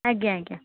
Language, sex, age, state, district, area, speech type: Odia, female, 18-30, Odisha, Kendujhar, urban, conversation